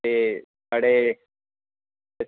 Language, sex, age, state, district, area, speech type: Dogri, male, 18-30, Jammu and Kashmir, Samba, rural, conversation